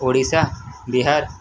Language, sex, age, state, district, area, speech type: Odia, male, 18-30, Odisha, Nuapada, urban, spontaneous